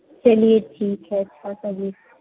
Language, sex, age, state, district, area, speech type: Hindi, female, 30-45, Uttar Pradesh, Varanasi, rural, conversation